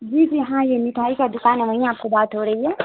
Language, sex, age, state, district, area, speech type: Urdu, female, 18-30, Bihar, Saharsa, rural, conversation